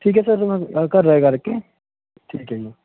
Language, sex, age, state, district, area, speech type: Punjabi, male, 45-60, Punjab, Barnala, rural, conversation